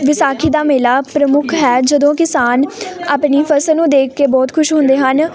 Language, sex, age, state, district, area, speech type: Punjabi, female, 18-30, Punjab, Hoshiarpur, rural, spontaneous